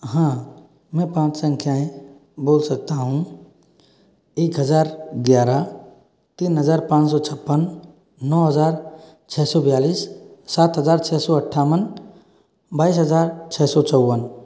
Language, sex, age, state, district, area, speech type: Hindi, male, 60+, Rajasthan, Karauli, rural, spontaneous